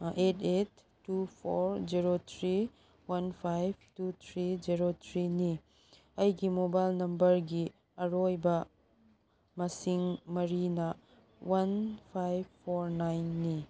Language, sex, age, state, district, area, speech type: Manipuri, female, 30-45, Manipur, Chandel, rural, read